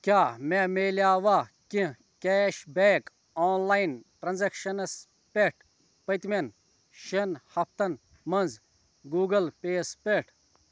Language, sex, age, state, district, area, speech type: Kashmiri, male, 30-45, Jammu and Kashmir, Ganderbal, rural, read